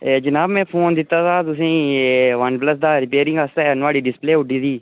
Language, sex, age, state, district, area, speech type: Dogri, male, 18-30, Jammu and Kashmir, Udhampur, rural, conversation